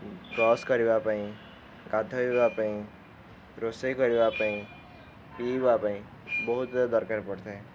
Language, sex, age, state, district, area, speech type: Odia, male, 18-30, Odisha, Ganjam, urban, spontaneous